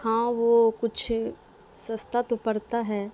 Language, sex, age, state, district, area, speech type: Urdu, female, 18-30, Bihar, Madhubani, rural, spontaneous